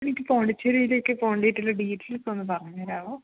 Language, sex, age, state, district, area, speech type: Malayalam, female, 30-45, Kerala, Kasaragod, rural, conversation